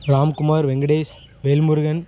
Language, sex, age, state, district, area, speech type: Tamil, male, 18-30, Tamil Nadu, Thoothukudi, rural, spontaneous